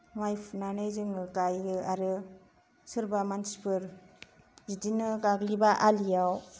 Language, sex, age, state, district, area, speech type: Bodo, female, 30-45, Assam, Kokrajhar, rural, spontaneous